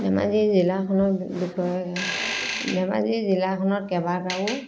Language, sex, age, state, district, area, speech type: Assamese, female, 45-60, Assam, Dhemaji, urban, spontaneous